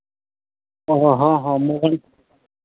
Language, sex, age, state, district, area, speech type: Santali, male, 18-30, Jharkhand, East Singhbhum, rural, conversation